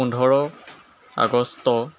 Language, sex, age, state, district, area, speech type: Assamese, male, 18-30, Assam, Jorhat, urban, spontaneous